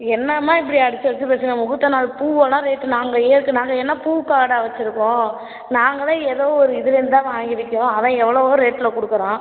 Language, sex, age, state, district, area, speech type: Tamil, female, 18-30, Tamil Nadu, Ariyalur, rural, conversation